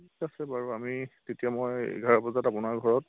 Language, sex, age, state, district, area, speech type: Assamese, male, 30-45, Assam, Jorhat, urban, conversation